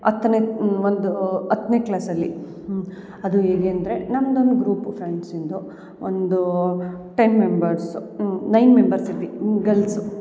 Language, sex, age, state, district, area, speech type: Kannada, female, 30-45, Karnataka, Hassan, urban, spontaneous